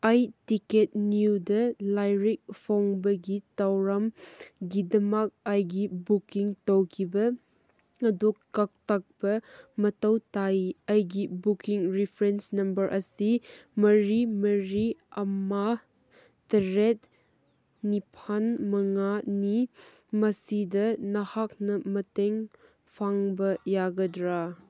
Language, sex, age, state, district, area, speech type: Manipuri, female, 18-30, Manipur, Kangpokpi, rural, read